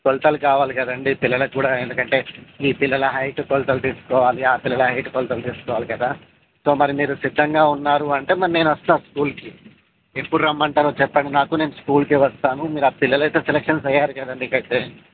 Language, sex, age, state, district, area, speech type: Telugu, male, 30-45, Telangana, Karimnagar, rural, conversation